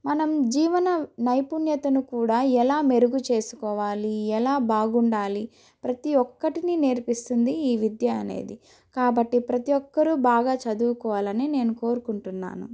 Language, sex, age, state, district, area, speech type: Telugu, female, 30-45, Andhra Pradesh, Chittoor, urban, spontaneous